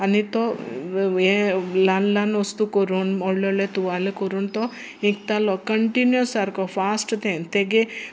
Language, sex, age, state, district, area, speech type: Goan Konkani, female, 60+, Goa, Sanguem, rural, spontaneous